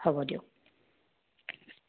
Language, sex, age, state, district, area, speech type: Assamese, female, 60+, Assam, Dhemaji, rural, conversation